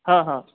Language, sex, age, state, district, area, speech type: Marathi, male, 30-45, Maharashtra, Akola, urban, conversation